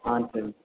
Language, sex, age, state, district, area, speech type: Tamil, male, 18-30, Tamil Nadu, Perambalur, urban, conversation